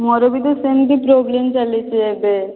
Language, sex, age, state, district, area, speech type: Odia, female, 18-30, Odisha, Boudh, rural, conversation